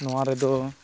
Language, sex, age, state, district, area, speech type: Santali, male, 18-30, West Bengal, Purulia, rural, spontaneous